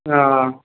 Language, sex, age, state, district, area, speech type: Odia, male, 45-60, Odisha, Nuapada, urban, conversation